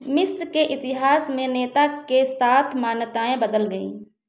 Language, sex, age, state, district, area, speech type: Hindi, female, 30-45, Uttar Pradesh, Ayodhya, rural, read